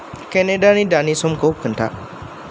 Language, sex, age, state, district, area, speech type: Bodo, male, 18-30, Assam, Kokrajhar, urban, read